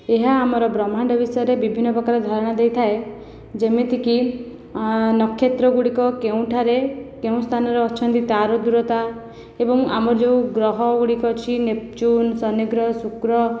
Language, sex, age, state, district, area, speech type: Odia, female, 18-30, Odisha, Khordha, rural, spontaneous